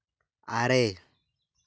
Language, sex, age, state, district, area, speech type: Santali, male, 18-30, West Bengal, Purulia, rural, read